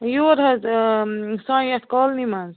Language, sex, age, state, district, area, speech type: Kashmiri, female, 45-60, Jammu and Kashmir, Baramulla, rural, conversation